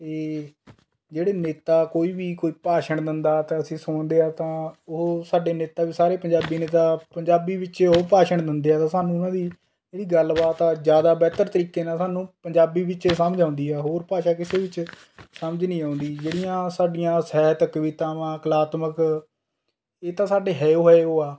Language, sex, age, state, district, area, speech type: Punjabi, male, 18-30, Punjab, Rupnagar, rural, spontaneous